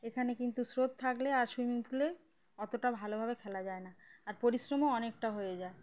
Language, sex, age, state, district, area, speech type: Bengali, female, 30-45, West Bengal, Uttar Dinajpur, urban, spontaneous